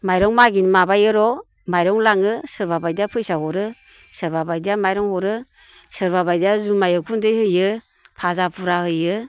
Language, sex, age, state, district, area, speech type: Bodo, female, 60+, Assam, Baksa, urban, spontaneous